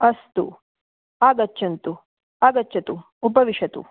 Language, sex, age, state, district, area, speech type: Sanskrit, female, 45-60, Karnataka, Belgaum, urban, conversation